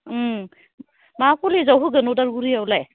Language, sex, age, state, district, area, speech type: Bodo, female, 30-45, Assam, Udalguri, urban, conversation